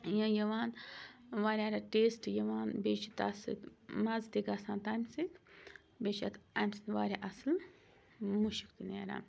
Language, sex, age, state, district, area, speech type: Kashmiri, female, 30-45, Jammu and Kashmir, Srinagar, urban, spontaneous